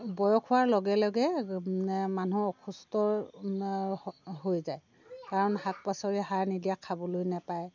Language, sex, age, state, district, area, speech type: Assamese, female, 60+, Assam, Dhemaji, rural, spontaneous